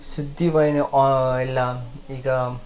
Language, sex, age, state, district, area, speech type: Kannada, male, 30-45, Karnataka, Udupi, rural, spontaneous